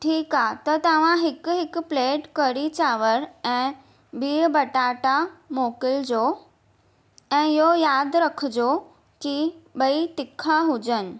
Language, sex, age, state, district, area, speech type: Sindhi, female, 18-30, Maharashtra, Mumbai Suburban, urban, spontaneous